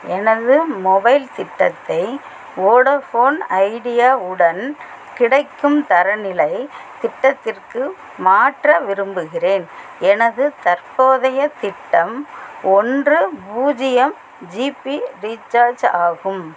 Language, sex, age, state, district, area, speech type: Tamil, female, 60+, Tamil Nadu, Madurai, rural, read